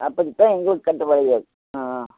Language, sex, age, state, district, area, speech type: Tamil, female, 60+, Tamil Nadu, Coimbatore, urban, conversation